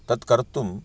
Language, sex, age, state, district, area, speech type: Sanskrit, male, 30-45, Karnataka, Dakshina Kannada, rural, spontaneous